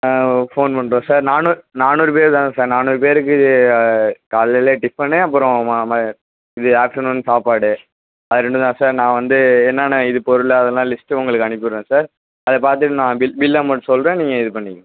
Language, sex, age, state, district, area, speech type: Tamil, male, 18-30, Tamil Nadu, Perambalur, urban, conversation